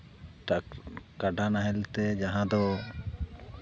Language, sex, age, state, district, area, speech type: Santali, male, 45-60, West Bengal, Purulia, rural, spontaneous